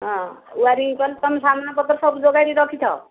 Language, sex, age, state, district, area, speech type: Odia, female, 60+, Odisha, Jharsuguda, rural, conversation